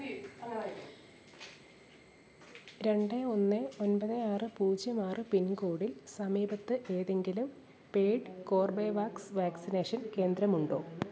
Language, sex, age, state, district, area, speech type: Malayalam, female, 30-45, Kerala, Kollam, rural, read